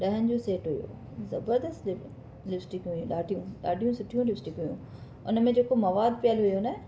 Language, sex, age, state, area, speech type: Sindhi, female, 30-45, Maharashtra, urban, spontaneous